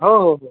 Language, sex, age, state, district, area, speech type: Marathi, male, 18-30, Maharashtra, Washim, rural, conversation